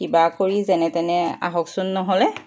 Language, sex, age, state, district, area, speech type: Assamese, female, 45-60, Assam, Charaideo, urban, spontaneous